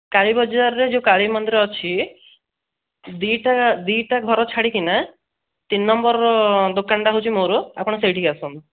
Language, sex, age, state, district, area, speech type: Odia, male, 18-30, Odisha, Dhenkanal, rural, conversation